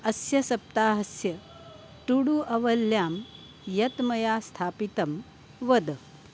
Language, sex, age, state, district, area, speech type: Sanskrit, female, 60+, Maharashtra, Nagpur, urban, read